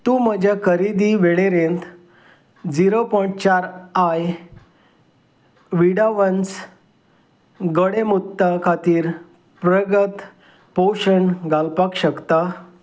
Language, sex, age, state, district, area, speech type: Goan Konkani, male, 45-60, Goa, Salcete, rural, read